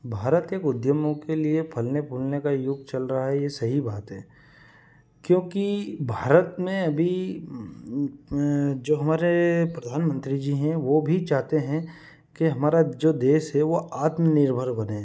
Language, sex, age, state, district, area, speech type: Hindi, male, 30-45, Madhya Pradesh, Ujjain, rural, spontaneous